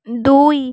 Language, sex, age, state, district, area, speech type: Odia, female, 18-30, Odisha, Balasore, rural, read